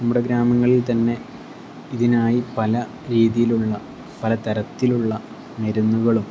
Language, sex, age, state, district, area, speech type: Malayalam, male, 18-30, Kerala, Kozhikode, rural, spontaneous